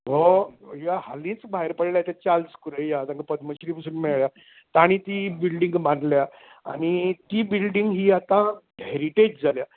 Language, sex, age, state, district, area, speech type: Goan Konkani, male, 60+, Goa, Canacona, rural, conversation